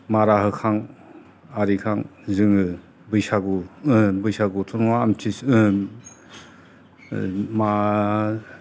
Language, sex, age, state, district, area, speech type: Bodo, male, 60+, Assam, Kokrajhar, urban, spontaneous